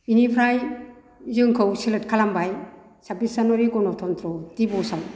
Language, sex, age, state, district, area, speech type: Bodo, female, 60+, Assam, Kokrajhar, rural, spontaneous